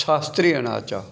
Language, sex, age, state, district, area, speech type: Sindhi, male, 60+, Gujarat, Junagadh, rural, spontaneous